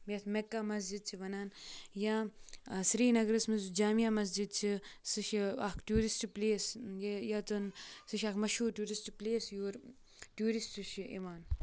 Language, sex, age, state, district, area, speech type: Kashmiri, male, 18-30, Jammu and Kashmir, Kupwara, rural, spontaneous